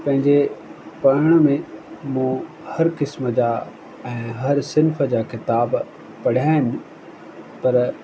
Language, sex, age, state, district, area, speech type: Sindhi, male, 30-45, Rajasthan, Ajmer, urban, spontaneous